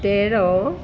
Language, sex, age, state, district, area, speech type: Assamese, female, 60+, Assam, Tinsukia, rural, spontaneous